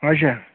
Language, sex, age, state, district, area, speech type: Kashmiri, male, 30-45, Jammu and Kashmir, Anantnag, rural, conversation